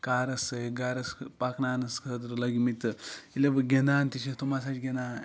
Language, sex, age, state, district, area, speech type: Kashmiri, male, 30-45, Jammu and Kashmir, Ganderbal, rural, spontaneous